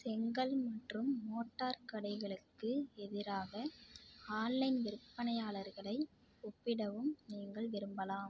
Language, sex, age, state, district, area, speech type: Tamil, female, 18-30, Tamil Nadu, Tiruvarur, rural, read